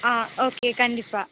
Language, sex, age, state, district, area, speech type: Tamil, female, 18-30, Tamil Nadu, Pudukkottai, rural, conversation